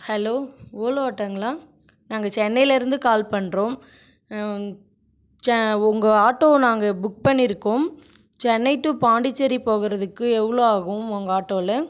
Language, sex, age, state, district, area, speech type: Tamil, female, 18-30, Tamil Nadu, Cuddalore, urban, spontaneous